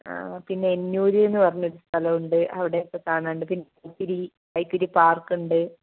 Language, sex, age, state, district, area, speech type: Malayalam, female, 18-30, Kerala, Wayanad, rural, conversation